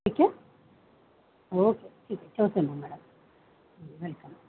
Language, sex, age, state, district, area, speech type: Marathi, female, 45-60, Maharashtra, Mumbai Suburban, urban, conversation